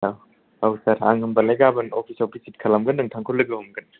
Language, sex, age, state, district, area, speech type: Bodo, male, 18-30, Assam, Kokrajhar, rural, conversation